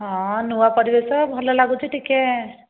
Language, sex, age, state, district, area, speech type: Odia, female, 18-30, Odisha, Dhenkanal, rural, conversation